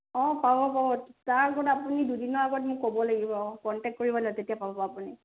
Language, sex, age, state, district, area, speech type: Assamese, female, 30-45, Assam, Nagaon, rural, conversation